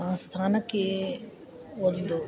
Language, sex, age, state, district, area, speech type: Kannada, female, 45-60, Karnataka, Chikkamagaluru, rural, spontaneous